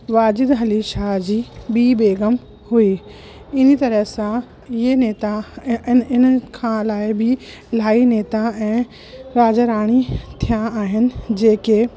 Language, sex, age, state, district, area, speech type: Sindhi, female, 45-60, Uttar Pradesh, Lucknow, urban, spontaneous